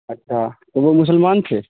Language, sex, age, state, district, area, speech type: Urdu, male, 30-45, Bihar, Khagaria, rural, conversation